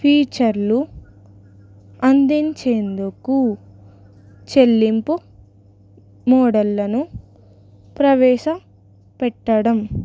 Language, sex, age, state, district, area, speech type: Telugu, female, 18-30, Telangana, Ranga Reddy, rural, spontaneous